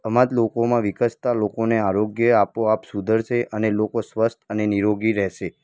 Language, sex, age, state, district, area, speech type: Gujarati, male, 18-30, Gujarat, Ahmedabad, urban, spontaneous